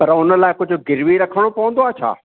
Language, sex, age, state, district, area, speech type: Sindhi, male, 60+, Maharashtra, Thane, urban, conversation